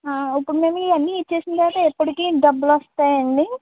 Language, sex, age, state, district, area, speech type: Telugu, female, 45-60, Andhra Pradesh, East Godavari, urban, conversation